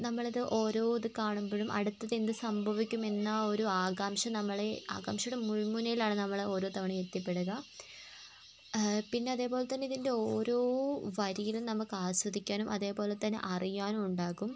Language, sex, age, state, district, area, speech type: Malayalam, female, 18-30, Kerala, Wayanad, rural, spontaneous